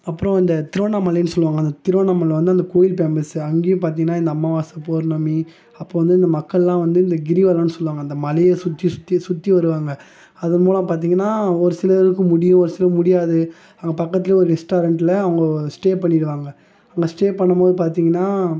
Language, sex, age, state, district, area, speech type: Tamil, male, 18-30, Tamil Nadu, Tiruvannamalai, rural, spontaneous